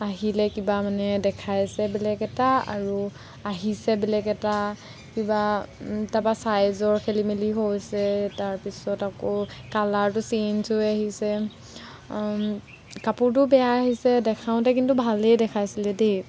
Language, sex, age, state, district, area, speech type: Assamese, female, 18-30, Assam, Golaghat, urban, spontaneous